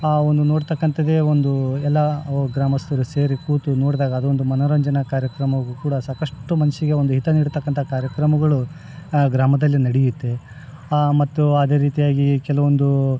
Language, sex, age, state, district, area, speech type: Kannada, male, 45-60, Karnataka, Bellary, rural, spontaneous